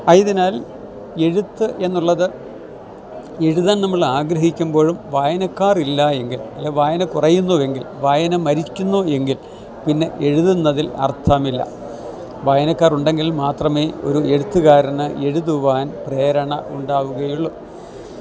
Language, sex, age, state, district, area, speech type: Malayalam, male, 60+, Kerala, Kottayam, rural, spontaneous